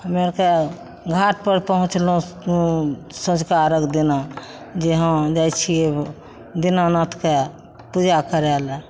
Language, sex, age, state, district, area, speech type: Maithili, female, 60+, Bihar, Begusarai, urban, spontaneous